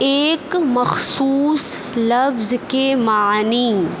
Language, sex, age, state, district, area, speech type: Urdu, female, 30-45, Uttar Pradesh, Aligarh, urban, read